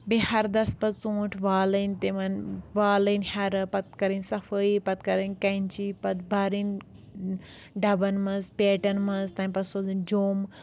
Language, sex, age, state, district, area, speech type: Kashmiri, female, 30-45, Jammu and Kashmir, Anantnag, rural, spontaneous